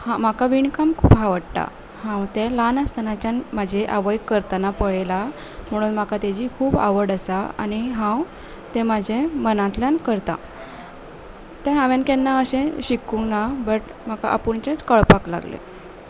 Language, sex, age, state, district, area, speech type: Goan Konkani, female, 18-30, Goa, Salcete, urban, spontaneous